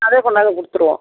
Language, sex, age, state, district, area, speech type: Tamil, female, 45-60, Tamil Nadu, Cuddalore, rural, conversation